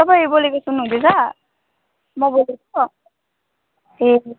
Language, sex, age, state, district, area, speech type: Nepali, female, 18-30, West Bengal, Jalpaiguri, rural, conversation